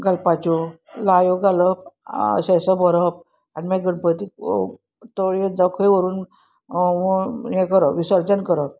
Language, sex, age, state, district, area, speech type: Goan Konkani, female, 45-60, Goa, Salcete, urban, spontaneous